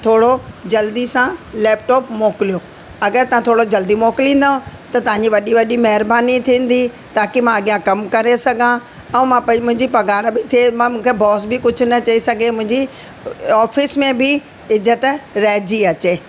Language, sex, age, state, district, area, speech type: Sindhi, female, 45-60, Delhi, South Delhi, urban, spontaneous